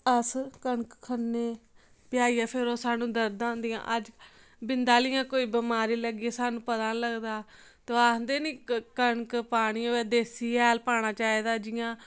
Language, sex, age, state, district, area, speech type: Dogri, female, 18-30, Jammu and Kashmir, Samba, rural, spontaneous